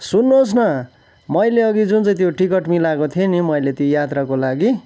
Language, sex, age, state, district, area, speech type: Nepali, male, 45-60, West Bengal, Kalimpong, rural, spontaneous